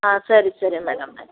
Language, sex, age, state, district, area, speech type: Kannada, female, 18-30, Karnataka, Mysore, urban, conversation